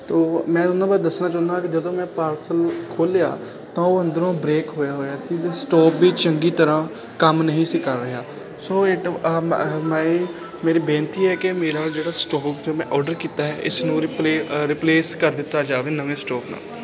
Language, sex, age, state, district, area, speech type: Punjabi, male, 18-30, Punjab, Ludhiana, urban, spontaneous